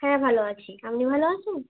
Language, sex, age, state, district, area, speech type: Bengali, female, 18-30, West Bengal, Bankura, urban, conversation